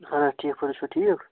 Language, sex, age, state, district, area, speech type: Kashmiri, male, 18-30, Jammu and Kashmir, Kulgam, rural, conversation